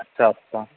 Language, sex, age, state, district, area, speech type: Marathi, male, 18-30, Maharashtra, Ratnagiri, rural, conversation